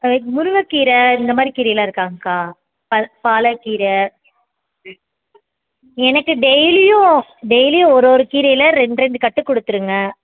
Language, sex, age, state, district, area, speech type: Tamil, female, 18-30, Tamil Nadu, Madurai, urban, conversation